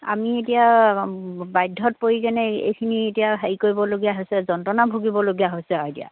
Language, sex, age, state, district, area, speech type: Assamese, female, 60+, Assam, Dibrugarh, rural, conversation